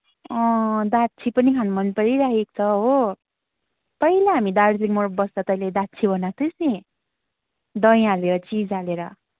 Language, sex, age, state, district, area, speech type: Nepali, female, 18-30, West Bengal, Kalimpong, rural, conversation